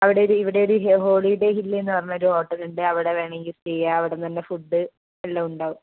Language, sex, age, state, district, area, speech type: Malayalam, female, 18-30, Kerala, Wayanad, rural, conversation